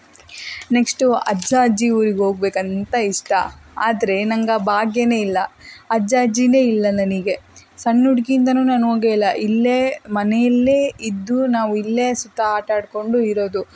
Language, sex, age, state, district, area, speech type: Kannada, female, 18-30, Karnataka, Davanagere, rural, spontaneous